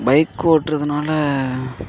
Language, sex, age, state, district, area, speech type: Tamil, male, 18-30, Tamil Nadu, Perambalur, rural, spontaneous